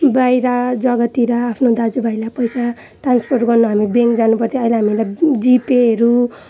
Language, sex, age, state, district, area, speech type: Nepali, female, 18-30, West Bengal, Alipurduar, urban, spontaneous